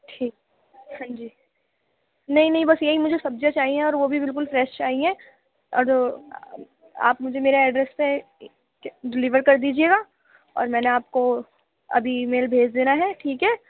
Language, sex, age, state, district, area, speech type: Urdu, female, 45-60, Delhi, Central Delhi, rural, conversation